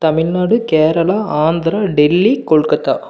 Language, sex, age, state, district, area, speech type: Tamil, male, 30-45, Tamil Nadu, Salem, rural, spontaneous